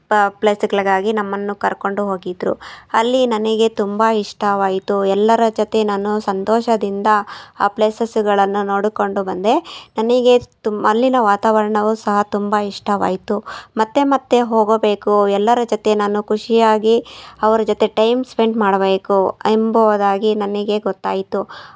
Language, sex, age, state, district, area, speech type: Kannada, female, 18-30, Karnataka, Chikkaballapur, rural, spontaneous